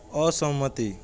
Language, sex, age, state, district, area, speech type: Maithili, male, 18-30, Bihar, Madhepura, rural, read